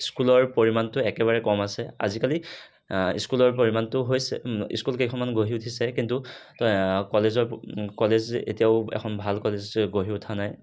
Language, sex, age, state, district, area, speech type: Assamese, male, 60+, Assam, Kamrup Metropolitan, urban, spontaneous